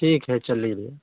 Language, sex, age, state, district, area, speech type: Hindi, male, 18-30, Uttar Pradesh, Varanasi, rural, conversation